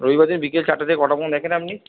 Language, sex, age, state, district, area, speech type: Bengali, male, 60+, West Bengal, Purba Bardhaman, urban, conversation